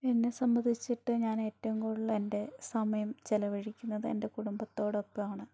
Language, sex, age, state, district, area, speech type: Malayalam, female, 18-30, Kerala, Wayanad, rural, spontaneous